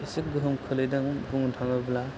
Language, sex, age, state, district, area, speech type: Bodo, male, 30-45, Assam, Chirang, rural, spontaneous